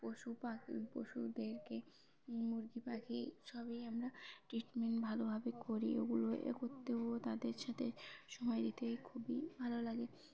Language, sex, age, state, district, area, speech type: Bengali, female, 18-30, West Bengal, Birbhum, urban, spontaneous